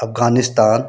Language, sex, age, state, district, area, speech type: Hindi, male, 30-45, Uttar Pradesh, Prayagraj, rural, spontaneous